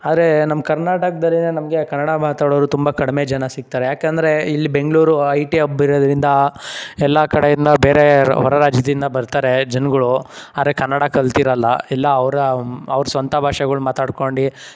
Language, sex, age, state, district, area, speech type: Kannada, male, 30-45, Karnataka, Tumkur, rural, spontaneous